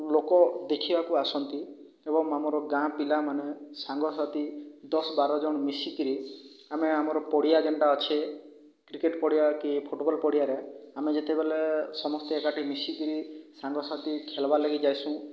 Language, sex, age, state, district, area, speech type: Odia, male, 45-60, Odisha, Boudh, rural, spontaneous